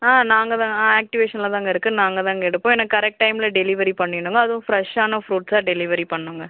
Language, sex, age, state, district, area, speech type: Tamil, male, 45-60, Tamil Nadu, Cuddalore, rural, conversation